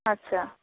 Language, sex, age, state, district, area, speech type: Bengali, female, 30-45, West Bengal, Bankura, urban, conversation